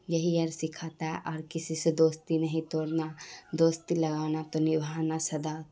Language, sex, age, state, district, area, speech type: Urdu, female, 18-30, Bihar, Khagaria, rural, spontaneous